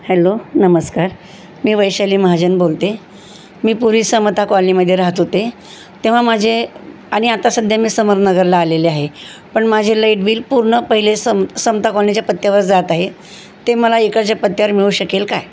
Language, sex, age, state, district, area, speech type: Marathi, female, 60+, Maharashtra, Osmanabad, rural, spontaneous